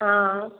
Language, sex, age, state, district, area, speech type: Tamil, female, 45-60, Tamil Nadu, Cuddalore, rural, conversation